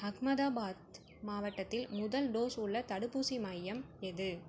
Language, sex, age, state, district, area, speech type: Tamil, female, 30-45, Tamil Nadu, Cuddalore, rural, read